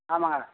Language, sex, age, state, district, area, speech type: Tamil, male, 45-60, Tamil Nadu, Tiruvannamalai, rural, conversation